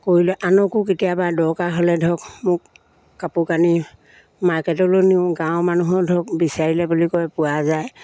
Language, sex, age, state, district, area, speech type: Assamese, female, 60+, Assam, Dibrugarh, rural, spontaneous